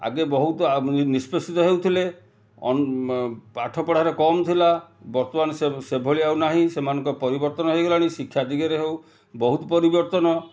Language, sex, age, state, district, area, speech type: Odia, male, 45-60, Odisha, Kendrapara, urban, spontaneous